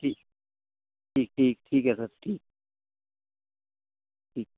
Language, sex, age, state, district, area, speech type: Hindi, male, 45-60, Uttar Pradesh, Hardoi, rural, conversation